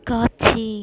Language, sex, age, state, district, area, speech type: Tamil, female, 18-30, Tamil Nadu, Perambalur, urban, read